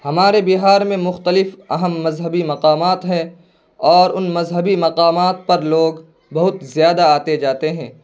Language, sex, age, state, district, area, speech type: Urdu, male, 18-30, Bihar, Purnia, rural, spontaneous